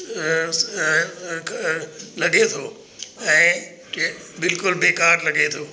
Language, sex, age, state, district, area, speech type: Sindhi, male, 60+, Delhi, South Delhi, urban, spontaneous